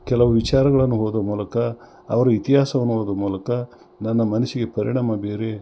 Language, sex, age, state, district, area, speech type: Kannada, male, 60+, Karnataka, Gulbarga, urban, spontaneous